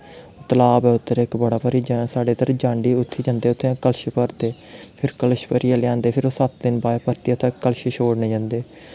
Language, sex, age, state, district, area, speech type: Dogri, male, 18-30, Jammu and Kashmir, Kathua, rural, spontaneous